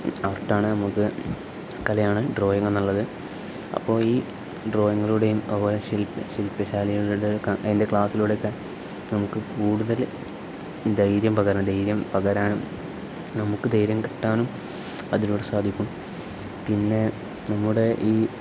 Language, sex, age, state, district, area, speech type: Malayalam, male, 18-30, Kerala, Kozhikode, rural, spontaneous